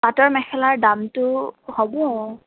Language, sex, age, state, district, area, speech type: Assamese, female, 18-30, Assam, Morigaon, rural, conversation